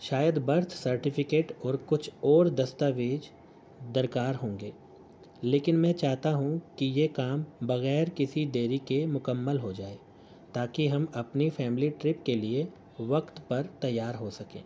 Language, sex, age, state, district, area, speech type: Urdu, male, 45-60, Uttar Pradesh, Gautam Buddha Nagar, urban, spontaneous